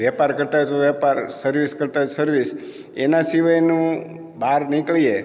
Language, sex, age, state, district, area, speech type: Gujarati, male, 60+, Gujarat, Amreli, rural, spontaneous